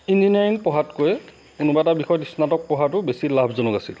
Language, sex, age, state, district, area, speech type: Assamese, male, 45-60, Assam, Lakhimpur, rural, spontaneous